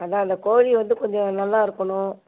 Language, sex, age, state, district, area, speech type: Tamil, female, 60+, Tamil Nadu, Viluppuram, rural, conversation